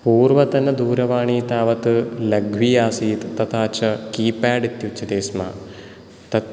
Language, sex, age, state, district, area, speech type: Sanskrit, male, 18-30, Kerala, Ernakulam, urban, spontaneous